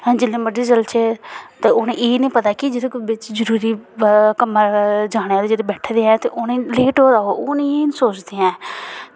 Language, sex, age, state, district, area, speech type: Dogri, female, 18-30, Jammu and Kashmir, Samba, rural, spontaneous